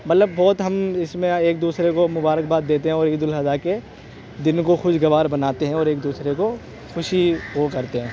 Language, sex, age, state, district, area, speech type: Urdu, male, 18-30, Delhi, North West Delhi, urban, spontaneous